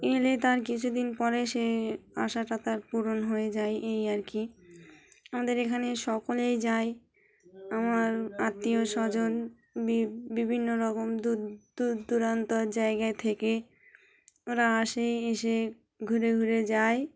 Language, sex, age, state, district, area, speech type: Bengali, female, 30-45, West Bengal, Dakshin Dinajpur, urban, spontaneous